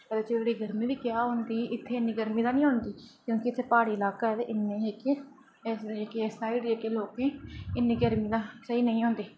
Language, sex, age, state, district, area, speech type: Dogri, female, 30-45, Jammu and Kashmir, Reasi, rural, spontaneous